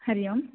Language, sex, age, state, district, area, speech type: Sanskrit, female, 18-30, Karnataka, Chikkamagaluru, urban, conversation